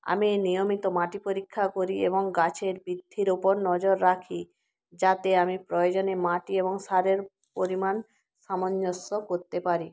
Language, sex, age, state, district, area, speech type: Bengali, female, 30-45, West Bengal, Jalpaiguri, rural, spontaneous